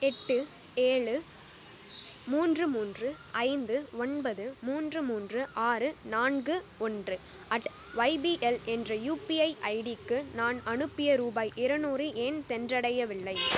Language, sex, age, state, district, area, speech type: Tamil, female, 18-30, Tamil Nadu, Pudukkottai, rural, read